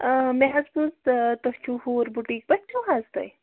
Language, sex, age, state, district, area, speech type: Kashmiri, female, 18-30, Jammu and Kashmir, Pulwama, rural, conversation